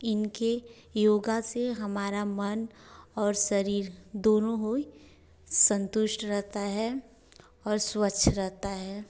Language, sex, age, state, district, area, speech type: Hindi, female, 30-45, Uttar Pradesh, Varanasi, rural, spontaneous